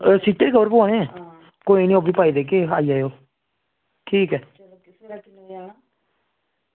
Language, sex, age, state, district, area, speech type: Dogri, male, 18-30, Jammu and Kashmir, Samba, rural, conversation